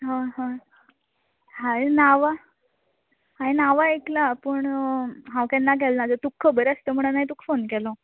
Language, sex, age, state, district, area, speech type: Goan Konkani, female, 18-30, Goa, Canacona, rural, conversation